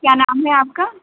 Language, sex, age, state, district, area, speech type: Urdu, female, 18-30, Telangana, Hyderabad, urban, conversation